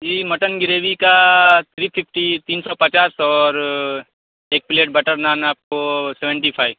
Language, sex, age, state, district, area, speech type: Urdu, male, 18-30, Bihar, Saharsa, rural, conversation